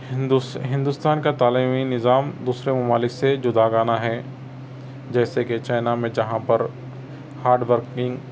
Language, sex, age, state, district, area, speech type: Urdu, male, 30-45, Telangana, Hyderabad, urban, spontaneous